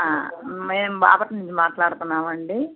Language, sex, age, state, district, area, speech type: Telugu, female, 60+, Andhra Pradesh, Bapatla, urban, conversation